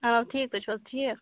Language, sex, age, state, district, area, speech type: Kashmiri, female, 18-30, Jammu and Kashmir, Budgam, rural, conversation